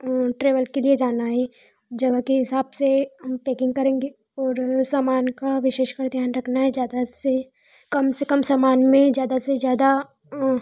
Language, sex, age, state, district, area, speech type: Hindi, female, 18-30, Madhya Pradesh, Ujjain, urban, spontaneous